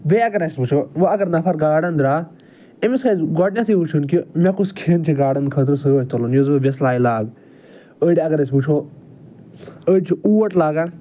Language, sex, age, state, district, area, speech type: Kashmiri, male, 45-60, Jammu and Kashmir, Ganderbal, urban, spontaneous